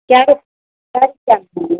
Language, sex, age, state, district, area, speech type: Maithili, female, 18-30, Bihar, Araria, rural, conversation